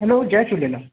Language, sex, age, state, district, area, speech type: Sindhi, male, 18-30, Uttar Pradesh, Lucknow, urban, conversation